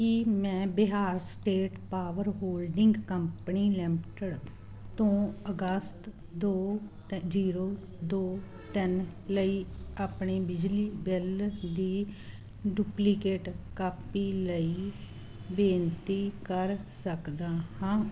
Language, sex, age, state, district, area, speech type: Punjabi, female, 30-45, Punjab, Muktsar, urban, read